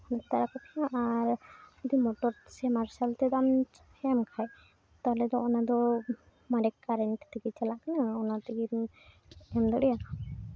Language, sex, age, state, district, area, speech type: Santali, female, 18-30, West Bengal, Uttar Dinajpur, rural, spontaneous